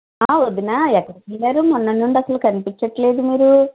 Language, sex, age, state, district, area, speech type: Telugu, female, 60+, Andhra Pradesh, Konaseema, rural, conversation